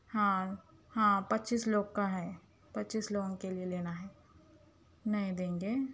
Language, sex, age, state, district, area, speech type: Urdu, female, 30-45, Telangana, Hyderabad, urban, spontaneous